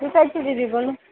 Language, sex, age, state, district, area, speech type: Maithili, female, 18-30, Bihar, Madhepura, rural, conversation